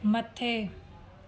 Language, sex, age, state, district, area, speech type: Sindhi, female, 30-45, Gujarat, Surat, urban, read